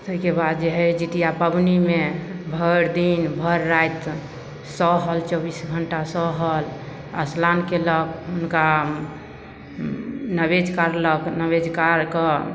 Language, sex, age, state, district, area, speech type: Maithili, female, 30-45, Bihar, Samastipur, rural, spontaneous